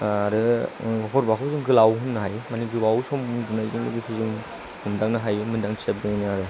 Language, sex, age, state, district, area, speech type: Bodo, male, 30-45, Assam, Kokrajhar, rural, spontaneous